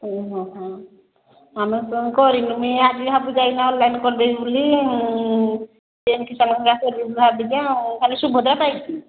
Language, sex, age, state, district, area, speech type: Odia, female, 45-60, Odisha, Angul, rural, conversation